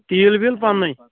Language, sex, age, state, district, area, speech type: Kashmiri, male, 18-30, Jammu and Kashmir, Kulgam, rural, conversation